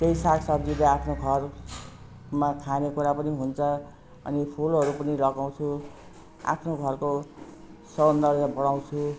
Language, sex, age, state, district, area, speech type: Nepali, female, 60+, West Bengal, Jalpaiguri, rural, spontaneous